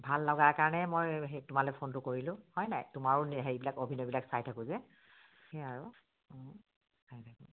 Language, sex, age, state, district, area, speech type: Assamese, female, 45-60, Assam, Dibrugarh, rural, conversation